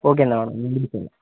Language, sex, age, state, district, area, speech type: Malayalam, male, 30-45, Kerala, Wayanad, rural, conversation